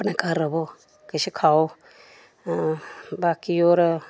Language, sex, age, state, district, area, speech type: Dogri, female, 60+, Jammu and Kashmir, Samba, rural, spontaneous